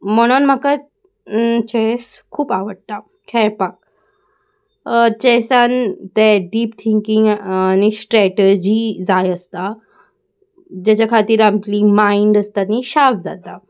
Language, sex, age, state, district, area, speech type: Goan Konkani, female, 18-30, Goa, Salcete, urban, spontaneous